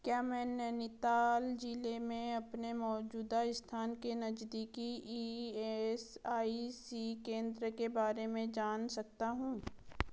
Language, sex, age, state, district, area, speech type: Hindi, female, 30-45, Madhya Pradesh, Betul, urban, read